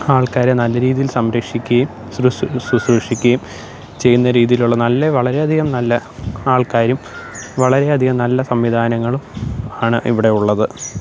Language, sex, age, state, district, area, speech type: Malayalam, male, 18-30, Kerala, Pathanamthitta, rural, spontaneous